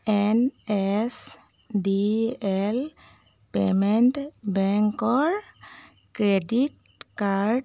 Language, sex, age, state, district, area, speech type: Assamese, female, 30-45, Assam, Jorhat, urban, read